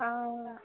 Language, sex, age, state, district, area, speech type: Kannada, female, 18-30, Karnataka, Chikkaballapur, rural, conversation